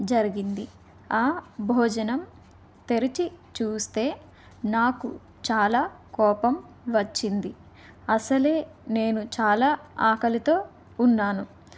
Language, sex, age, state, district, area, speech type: Telugu, female, 18-30, Andhra Pradesh, Vizianagaram, rural, spontaneous